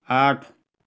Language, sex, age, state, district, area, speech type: Odia, male, 60+, Odisha, Kendujhar, urban, read